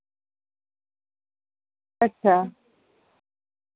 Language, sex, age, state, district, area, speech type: Dogri, female, 30-45, Jammu and Kashmir, Reasi, rural, conversation